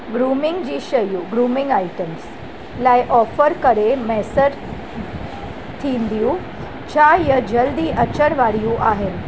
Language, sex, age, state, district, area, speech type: Sindhi, female, 45-60, Maharashtra, Mumbai Suburban, urban, read